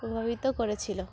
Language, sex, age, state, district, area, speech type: Bengali, female, 18-30, West Bengal, Uttar Dinajpur, urban, spontaneous